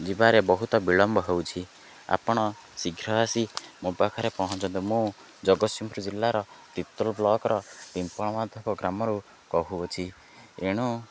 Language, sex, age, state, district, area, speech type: Odia, male, 18-30, Odisha, Jagatsinghpur, rural, spontaneous